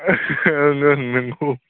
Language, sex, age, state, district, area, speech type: Bodo, male, 18-30, Assam, Baksa, rural, conversation